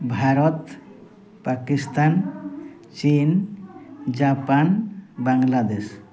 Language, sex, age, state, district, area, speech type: Odia, male, 45-60, Odisha, Mayurbhanj, rural, spontaneous